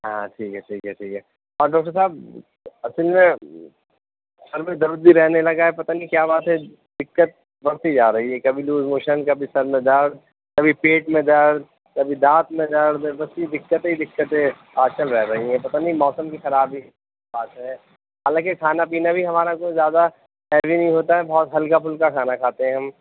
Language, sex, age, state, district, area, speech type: Urdu, male, 30-45, Uttar Pradesh, Rampur, urban, conversation